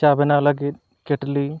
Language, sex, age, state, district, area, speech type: Santali, male, 30-45, West Bengal, Purulia, rural, spontaneous